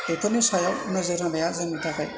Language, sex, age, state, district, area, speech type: Bodo, male, 60+, Assam, Chirang, rural, spontaneous